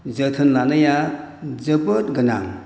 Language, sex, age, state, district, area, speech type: Bodo, male, 60+, Assam, Chirang, rural, spontaneous